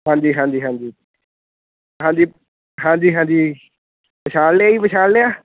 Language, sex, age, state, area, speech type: Punjabi, male, 18-30, Punjab, urban, conversation